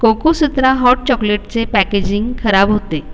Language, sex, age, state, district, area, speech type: Marathi, female, 30-45, Maharashtra, Buldhana, urban, read